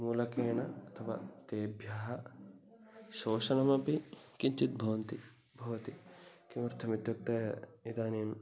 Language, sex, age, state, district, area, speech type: Sanskrit, male, 18-30, Kerala, Kasaragod, rural, spontaneous